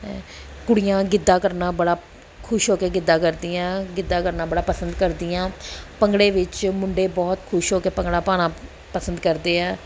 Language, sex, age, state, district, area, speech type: Punjabi, female, 45-60, Punjab, Pathankot, urban, spontaneous